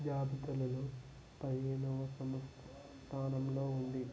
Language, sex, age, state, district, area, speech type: Telugu, male, 18-30, Telangana, Nirmal, rural, spontaneous